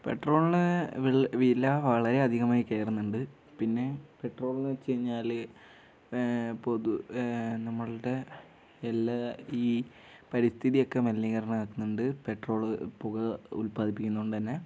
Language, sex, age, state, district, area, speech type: Malayalam, male, 18-30, Kerala, Wayanad, rural, spontaneous